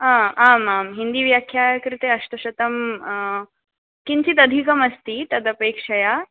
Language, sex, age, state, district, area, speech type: Sanskrit, female, 18-30, West Bengal, Dakshin Dinajpur, urban, conversation